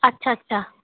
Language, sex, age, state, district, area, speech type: Bengali, female, 30-45, West Bengal, Murshidabad, urban, conversation